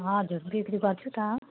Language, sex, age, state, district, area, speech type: Nepali, female, 45-60, West Bengal, Jalpaiguri, rural, conversation